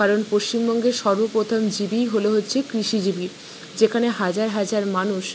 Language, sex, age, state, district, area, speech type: Bengali, female, 45-60, West Bengal, Purba Bardhaman, urban, spontaneous